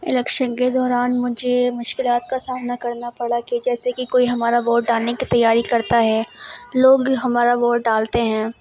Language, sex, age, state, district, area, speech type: Urdu, female, 18-30, Uttar Pradesh, Ghaziabad, urban, spontaneous